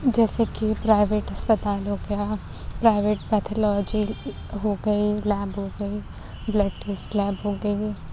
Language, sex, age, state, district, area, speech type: Urdu, female, 30-45, Uttar Pradesh, Aligarh, urban, spontaneous